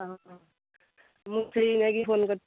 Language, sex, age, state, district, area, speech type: Odia, female, 30-45, Odisha, Kendrapara, urban, conversation